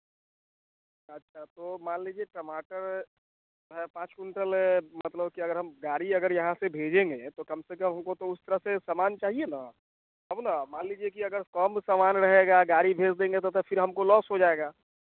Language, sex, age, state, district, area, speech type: Hindi, male, 30-45, Bihar, Vaishali, rural, conversation